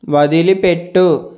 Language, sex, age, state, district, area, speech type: Telugu, male, 18-30, Andhra Pradesh, Konaseema, urban, read